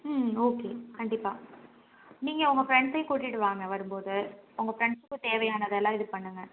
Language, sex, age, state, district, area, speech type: Tamil, female, 18-30, Tamil Nadu, Tiruvarur, rural, conversation